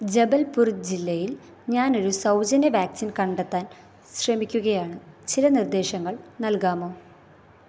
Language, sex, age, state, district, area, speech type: Malayalam, female, 18-30, Kerala, Thrissur, rural, read